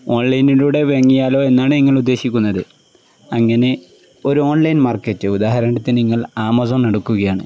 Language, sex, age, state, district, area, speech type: Malayalam, male, 18-30, Kerala, Kozhikode, rural, spontaneous